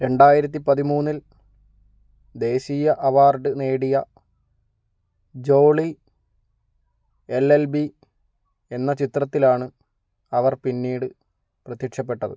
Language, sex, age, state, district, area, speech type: Malayalam, male, 18-30, Kerala, Kozhikode, urban, read